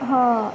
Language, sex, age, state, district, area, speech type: Gujarati, female, 18-30, Gujarat, Valsad, urban, spontaneous